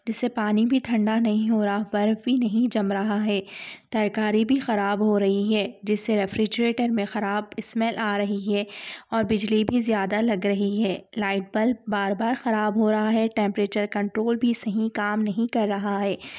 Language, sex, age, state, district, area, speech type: Urdu, female, 18-30, Telangana, Hyderabad, urban, spontaneous